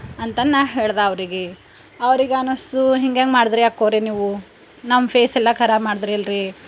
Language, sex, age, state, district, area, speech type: Kannada, female, 30-45, Karnataka, Bidar, rural, spontaneous